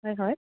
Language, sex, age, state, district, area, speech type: Assamese, female, 18-30, Assam, Sivasagar, rural, conversation